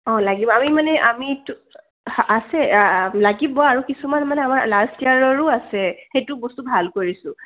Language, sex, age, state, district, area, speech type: Assamese, female, 18-30, Assam, Kamrup Metropolitan, urban, conversation